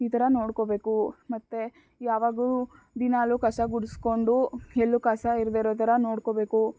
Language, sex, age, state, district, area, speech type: Kannada, female, 18-30, Karnataka, Tumkur, urban, spontaneous